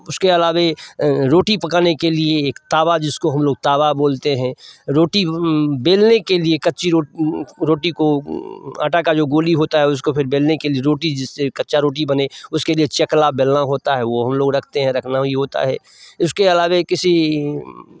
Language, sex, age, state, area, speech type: Hindi, male, 60+, Bihar, urban, spontaneous